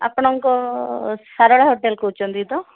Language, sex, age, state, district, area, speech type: Odia, female, 30-45, Odisha, Koraput, urban, conversation